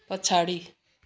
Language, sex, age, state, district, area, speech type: Nepali, female, 60+, West Bengal, Kalimpong, rural, read